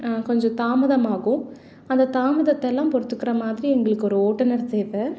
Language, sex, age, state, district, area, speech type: Tamil, female, 30-45, Tamil Nadu, Salem, urban, spontaneous